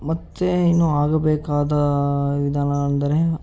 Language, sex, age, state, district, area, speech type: Kannada, male, 18-30, Karnataka, Davanagere, rural, spontaneous